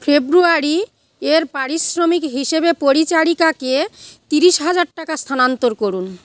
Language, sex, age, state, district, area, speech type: Bengali, female, 45-60, West Bengal, South 24 Parganas, rural, read